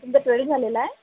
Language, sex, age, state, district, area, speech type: Marathi, female, 18-30, Maharashtra, Wardha, rural, conversation